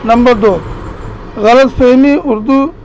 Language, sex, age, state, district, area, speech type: Urdu, male, 30-45, Uttar Pradesh, Balrampur, rural, spontaneous